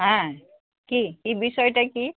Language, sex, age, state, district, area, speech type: Bengali, female, 45-60, West Bengal, Darjeeling, urban, conversation